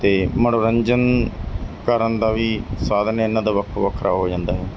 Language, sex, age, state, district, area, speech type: Punjabi, male, 30-45, Punjab, Mansa, urban, spontaneous